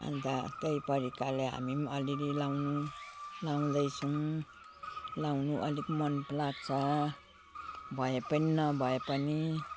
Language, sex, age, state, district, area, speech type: Nepali, female, 60+, West Bengal, Jalpaiguri, urban, spontaneous